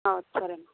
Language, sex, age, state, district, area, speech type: Telugu, female, 30-45, Andhra Pradesh, Sri Balaji, rural, conversation